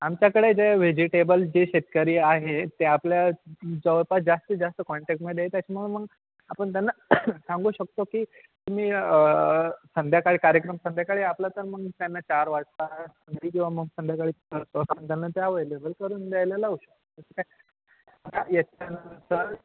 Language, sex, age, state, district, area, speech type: Marathi, male, 18-30, Maharashtra, Ahmednagar, rural, conversation